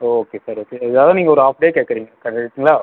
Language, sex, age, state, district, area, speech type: Tamil, male, 18-30, Tamil Nadu, Sivaganga, rural, conversation